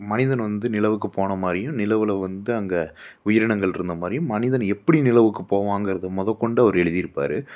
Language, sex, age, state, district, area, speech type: Tamil, male, 30-45, Tamil Nadu, Coimbatore, urban, spontaneous